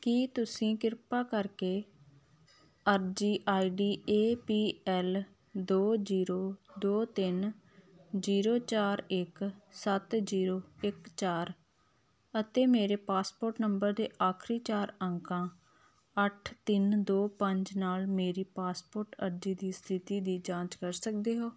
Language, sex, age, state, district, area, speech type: Punjabi, female, 30-45, Punjab, Hoshiarpur, rural, read